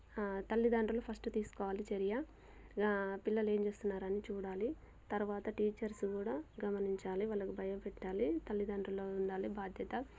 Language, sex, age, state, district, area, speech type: Telugu, female, 30-45, Telangana, Warangal, rural, spontaneous